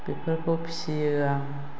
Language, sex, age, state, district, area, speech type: Bodo, female, 60+, Assam, Chirang, rural, spontaneous